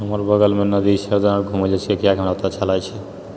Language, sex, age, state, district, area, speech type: Maithili, male, 30-45, Bihar, Purnia, rural, spontaneous